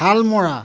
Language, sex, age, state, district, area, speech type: Assamese, male, 45-60, Assam, Majuli, rural, spontaneous